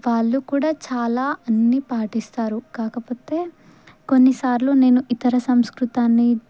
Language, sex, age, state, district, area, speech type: Telugu, female, 18-30, Telangana, Sangareddy, rural, spontaneous